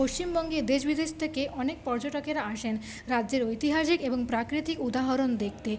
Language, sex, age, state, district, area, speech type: Bengali, female, 30-45, West Bengal, Paschim Bardhaman, urban, spontaneous